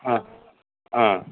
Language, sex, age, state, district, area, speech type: Tamil, male, 60+, Tamil Nadu, Perambalur, rural, conversation